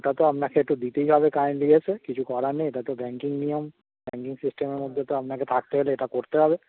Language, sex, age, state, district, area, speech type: Bengali, male, 30-45, West Bengal, Darjeeling, urban, conversation